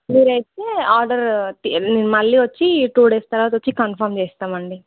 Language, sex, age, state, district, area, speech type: Telugu, female, 18-30, Telangana, Nizamabad, rural, conversation